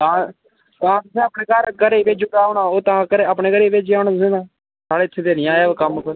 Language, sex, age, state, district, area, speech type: Dogri, male, 18-30, Jammu and Kashmir, Udhampur, urban, conversation